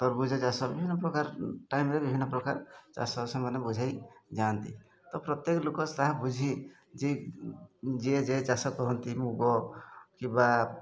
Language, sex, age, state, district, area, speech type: Odia, male, 45-60, Odisha, Mayurbhanj, rural, spontaneous